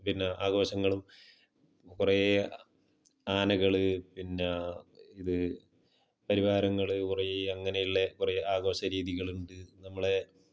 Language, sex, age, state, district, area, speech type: Malayalam, male, 30-45, Kerala, Kasaragod, rural, spontaneous